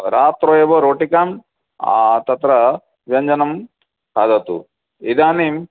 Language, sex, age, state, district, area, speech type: Sanskrit, male, 45-60, Odisha, Cuttack, urban, conversation